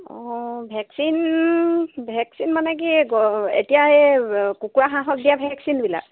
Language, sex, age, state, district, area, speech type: Assamese, female, 30-45, Assam, Sivasagar, rural, conversation